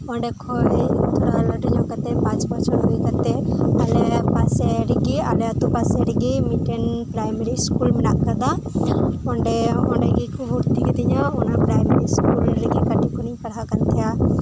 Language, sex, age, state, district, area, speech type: Santali, female, 18-30, West Bengal, Birbhum, rural, spontaneous